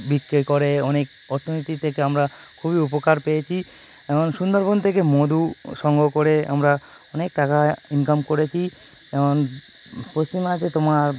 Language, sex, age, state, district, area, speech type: Bengali, male, 30-45, West Bengal, North 24 Parganas, urban, spontaneous